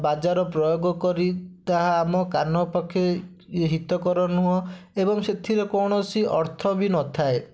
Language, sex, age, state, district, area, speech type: Odia, male, 30-45, Odisha, Bhadrak, rural, spontaneous